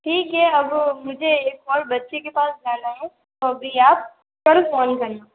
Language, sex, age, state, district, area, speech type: Hindi, female, 18-30, Rajasthan, Jodhpur, urban, conversation